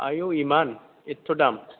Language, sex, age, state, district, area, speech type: Bodo, male, 30-45, Assam, Kokrajhar, rural, conversation